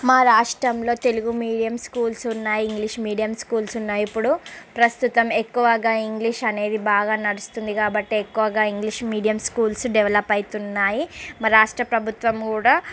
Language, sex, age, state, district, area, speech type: Telugu, female, 45-60, Andhra Pradesh, Srikakulam, urban, spontaneous